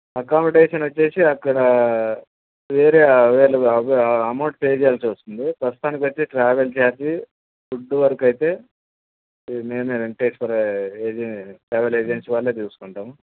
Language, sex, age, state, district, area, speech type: Telugu, male, 30-45, Andhra Pradesh, Anantapur, rural, conversation